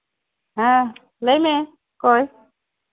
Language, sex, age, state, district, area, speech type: Santali, female, 45-60, West Bengal, Birbhum, rural, conversation